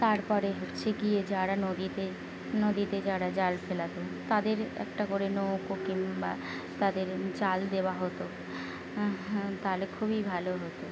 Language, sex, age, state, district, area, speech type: Bengali, female, 45-60, West Bengal, Birbhum, urban, spontaneous